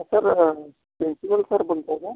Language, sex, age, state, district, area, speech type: Marathi, male, 30-45, Maharashtra, Washim, urban, conversation